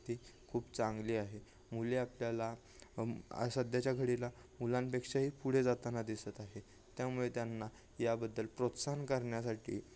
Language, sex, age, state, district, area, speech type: Marathi, male, 18-30, Maharashtra, Ratnagiri, rural, spontaneous